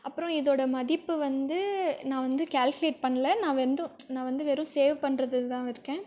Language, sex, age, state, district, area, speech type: Tamil, female, 18-30, Tamil Nadu, Krishnagiri, rural, spontaneous